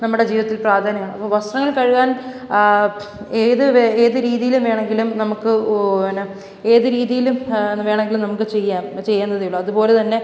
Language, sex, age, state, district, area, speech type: Malayalam, female, 18-30, Kerala, Pathanamthitta, rural, spontaneous